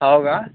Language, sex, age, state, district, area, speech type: Marathi, male, 45-60, Maharashtra, Yavatmal, rural, conversation